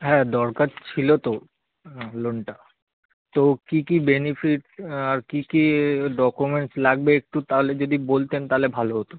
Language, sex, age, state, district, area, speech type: Bengali, male, 18-30, West Bengal, Kolkata, urban, conversation